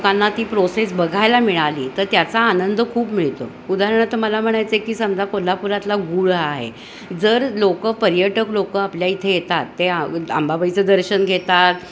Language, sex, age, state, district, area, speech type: Marathi, female, 60+, Maharashtra, Kolhapur, urban, spontaneous